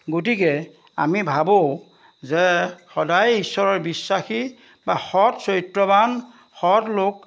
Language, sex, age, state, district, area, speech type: Assamese, male, 60+, Assam, Majuli, urban, spontaneous